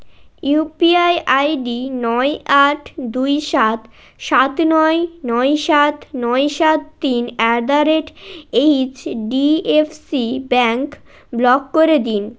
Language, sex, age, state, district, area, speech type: Bengali, female, 18-30, West Bengal, Bankura, urban, read